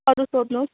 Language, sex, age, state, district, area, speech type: Nepali, female, 18-30, West Bengal, Alipurduar, rural, conversation